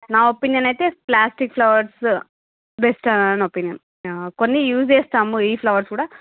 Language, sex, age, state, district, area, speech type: Telugu, female, 18-30, Andhra Pradesh, Srikakulam, urban, conversation